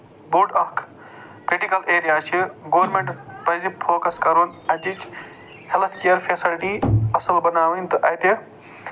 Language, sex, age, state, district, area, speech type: Kashmiri, male, 45-60, Jammu and Kashmir, Budgam, urban, spontaneous